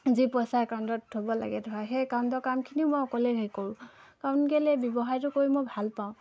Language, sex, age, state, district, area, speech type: Assamese, female, 18-30, Assam, Golaghat, urban, spontaneous